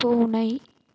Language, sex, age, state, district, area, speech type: Tamil, female, 18-30, Tamil Nadu, Mayiladuthurai, rural, read